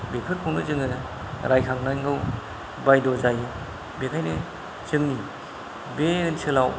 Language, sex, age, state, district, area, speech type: Bodo, male, 45-60, Assam, Kokrajhar, rural, spontaneous